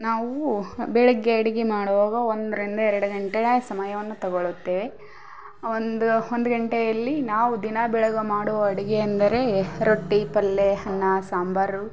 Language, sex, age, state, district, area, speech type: Kannada, female, 18-30, Karnataka, Koppal, rural, spontaneous